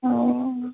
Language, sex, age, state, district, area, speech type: Bengali, female, 45-60, West Bengal, Uttar Dinajpur, urban, conversation